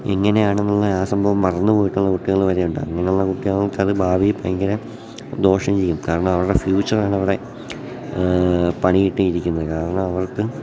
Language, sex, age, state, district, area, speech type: Malayalam, male, 18-30, Kerala, Idukki, rural, spontaneous